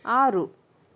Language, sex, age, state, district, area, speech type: Kannada, female, 30-45, Karnataka, Shimoga, rural, read